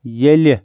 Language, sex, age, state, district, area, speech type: Kashmiri, male, 30-45, Jammu and Kashmir, Anantnag, rural, read